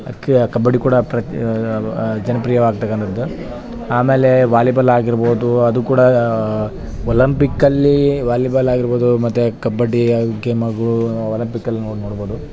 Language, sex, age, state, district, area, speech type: Kannada, male, 30-45, Karnataka, Bellary, urban, spontaneous